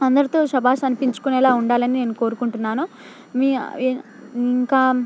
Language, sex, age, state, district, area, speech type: Telugu, female, 18-30, Telangana, Hyderabad, rural, spontaneous